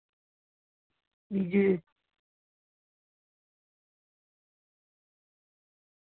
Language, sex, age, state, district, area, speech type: Dogri, female, 30-45, Jammu and Kashmir, Reasi, urban, conversation